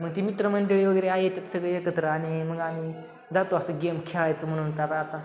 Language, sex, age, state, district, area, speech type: Marathi, male, 18-30, Maharashtra, Satara, urban, spontaneous